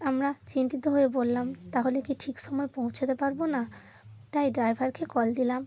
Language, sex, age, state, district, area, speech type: Bengali, female, 30-45, West Bengal, North 24 Parganas, rural, spontaneous